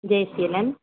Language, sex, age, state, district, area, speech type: Tamil, female, 18-30, Tamil Nadu, Kanyakumari, rural, conversation